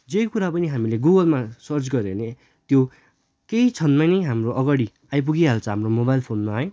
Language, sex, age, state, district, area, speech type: Nepali, male, 18-30, West Bengal, Darjeeling, rural, spontaneous